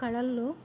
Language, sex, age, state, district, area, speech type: Telugu, female, 30-45, Andhra Pradesh, N T Rama Rao, urban, spontaneous